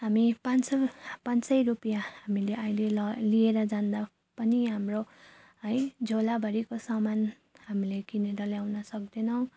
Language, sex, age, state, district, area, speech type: Nepali, female, 30-45, West Bengal, Darjeeling, rural, spontaneous